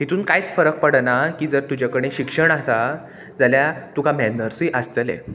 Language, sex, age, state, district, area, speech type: Goan Konkani, male, 18-30, Goa, Murmgao, rural, spontaneous